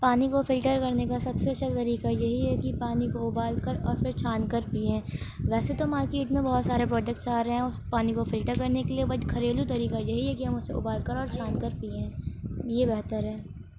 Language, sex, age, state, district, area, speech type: Urdu, female, 18-30, Uttar Pradesh, Shahjahanpur, urban, spontaneous